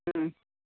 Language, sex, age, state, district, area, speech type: Kannada, female, 60+, Karnataka, Udupi, rural, conversation